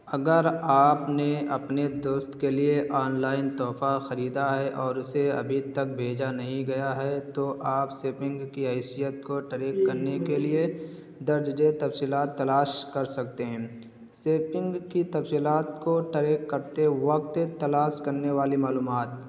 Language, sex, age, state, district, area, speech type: Urdu, male, 18-30, Uttar Pradesh, Balrampur, rural, spontaneous